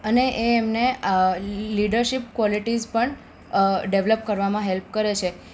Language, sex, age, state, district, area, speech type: Gujarati, female, 18-30, Gujarat, Ahmedabad, urban, spontaneous